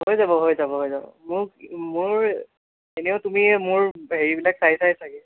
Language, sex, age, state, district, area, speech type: Assamese, male, 18-30, Assam, Nagaon, rural, conversation